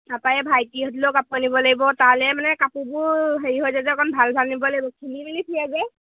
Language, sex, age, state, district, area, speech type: Assamese, female, 18-30, Assam, Jorhat, urban, conversation